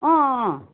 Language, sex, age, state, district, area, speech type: Nepali, female, 60+, West Bengal, Darjeeling, rural, conversation